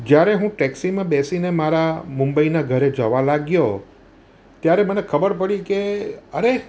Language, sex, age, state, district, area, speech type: Gujarati, male, 60+, Gujarat, Surat, urban, spontaneous